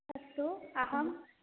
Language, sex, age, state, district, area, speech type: Sanskrit, female, 18-30, Kerala, Malappuram, urban, conversation